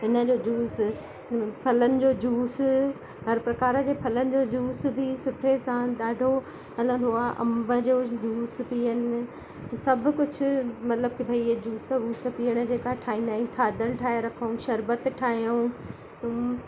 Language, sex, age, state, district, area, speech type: Sindhi, female, 45-60, Madhya Pradesh, Katni, urban, spontaneous